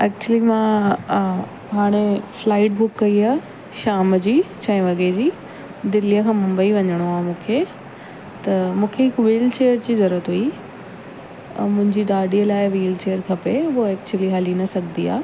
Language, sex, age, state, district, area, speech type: Sindhi, female, 30-45, Delhi, South Delhi, urban, spontaneous